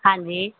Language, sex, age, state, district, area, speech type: Punjabi, female, 30-45, Punjab, Pathankot, rural, conversation